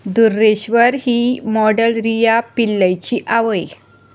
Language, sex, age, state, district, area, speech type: Goan Konkani, female, 45-60, Goa, Tiswadi, rural, read